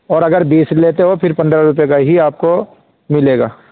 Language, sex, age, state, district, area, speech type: Urdu, male, 18-30, Uttar Pradesh, Saharanpur, urban, conversation